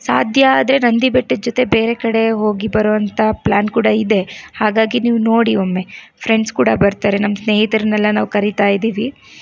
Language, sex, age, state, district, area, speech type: Kannada, female, 18-30, Karnataka, Tumkur, rural, spontaneous